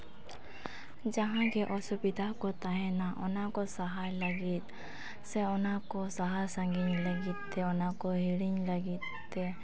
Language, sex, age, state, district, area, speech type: Santali, female, 18-30, Jharkhand, East Singhbhum, rural, spontaneous